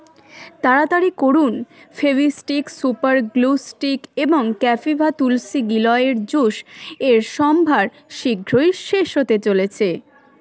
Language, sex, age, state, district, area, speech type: Bengali, female, 18-30, West Bengal, Hooghly, urban, read